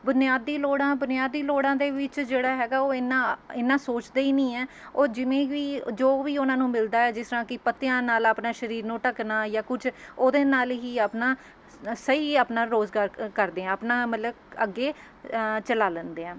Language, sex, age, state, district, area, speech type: Punjabi, female, 30-45, Punjab, Mohali, urban, spontaneous